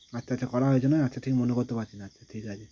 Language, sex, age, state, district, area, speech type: Bengali, male, 30-45, West Bengal, Cooch Behar, urban, spontaneous